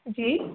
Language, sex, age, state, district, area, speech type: Maithili, female, 60+, Bihar, Madhubani, rural, conversation